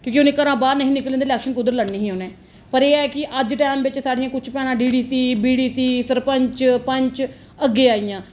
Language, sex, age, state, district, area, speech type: Dogri, female, 30-45, Jammu and Kashmir, Reasi, urban, spontaneous